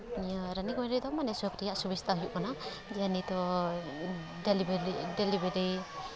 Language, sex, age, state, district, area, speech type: Santali, female, 18-30, West Bengal, Paschim Bardhaman, rural, spontaneous